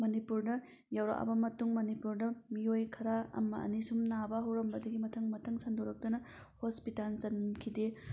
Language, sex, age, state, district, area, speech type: Manipuri, female, 30-45, Manipur, Thoubal, rural, spontaneous